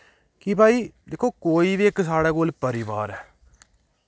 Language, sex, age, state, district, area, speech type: Dogri, male, 18-30, Jammu and Kashmir, Udhampur, rural, spontaneous